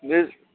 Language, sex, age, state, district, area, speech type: Bodo, male, 45-60, Assam, Baksa, urban, conversation